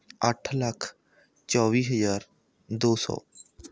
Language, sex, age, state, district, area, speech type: Punjabi, male, 18-30, Punjab, Mohali, rural, spontaneous